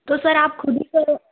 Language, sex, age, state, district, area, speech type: Hindi, female, 18-30, Madhya Pradesh, Betul, rural, conversation